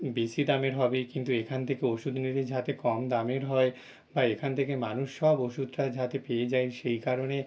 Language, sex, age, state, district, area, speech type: Bengali, male, 30-45, West Bengal, North 24 Parganas, urban, spontaneous